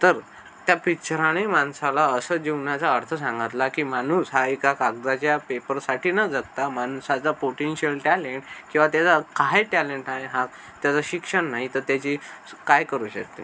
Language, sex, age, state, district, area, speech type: Marathi, male, 18-30, Maharashtra, Akola, rural, spontaneous